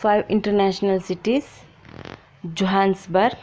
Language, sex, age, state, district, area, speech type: Kannada, female, 30-45, Karnataka, Shimoga, rural, spontaneous